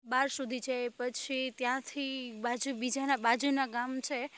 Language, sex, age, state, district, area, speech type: Gujarati, female, 18-30, Gujarat, Rajkot, rural, spontaneous